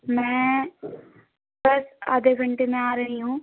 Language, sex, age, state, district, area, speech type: Hindi, female, 18-30, Uttar Pradesh, Prayagraj, rural, conversation